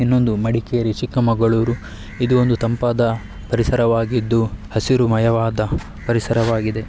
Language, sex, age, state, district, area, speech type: Kannada, male, 30-45, Karnataka, Udupi, rural, spontaneous